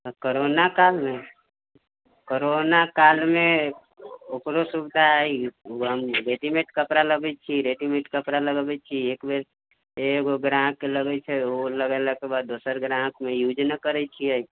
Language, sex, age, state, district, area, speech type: Maithili, male, 45-60, Bihar, Sitamarhi, rural, conversation